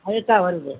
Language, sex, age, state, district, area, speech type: Tamil, female, 60+, Tamil Nadu, Ariyalur, rural, conversation